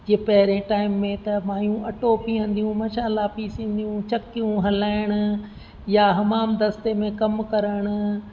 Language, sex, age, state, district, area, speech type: Sindhi, female, 60+, Rajasthan, Ajmer, urban, spontaneous